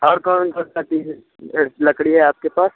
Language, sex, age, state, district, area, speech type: Hindi, male, 18-30, Uttar Pradesh, Mirzapur, rural, conversation